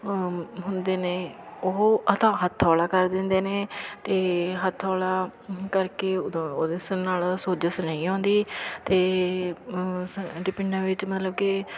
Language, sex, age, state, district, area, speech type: Punjabi, female, 30-45, Punjab, Fatehgarh Sahib, rural, spontaneous